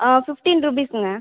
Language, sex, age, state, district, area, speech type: Tamil, female, 18-30, Tamil Nadu, Cuddalore, rural, conversation